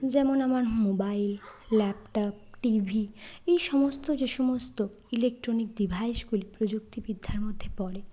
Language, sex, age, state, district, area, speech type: Bengali, female, 30-45, West Bengal, Bankura, urban, spontaneous